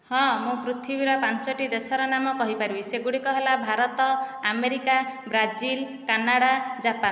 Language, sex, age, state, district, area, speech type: Odia, female, 30-45, Odisha, Nayagarh, rural, spontaneous